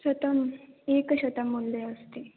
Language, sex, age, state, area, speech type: Sanskrit, female, 18-30, Assam, rural, conversation